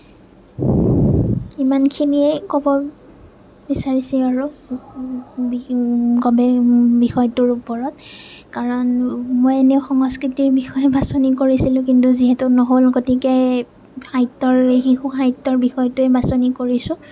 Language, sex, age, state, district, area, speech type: Assamese, female, 30-45, Assam, Nagaon, rural, spontaneous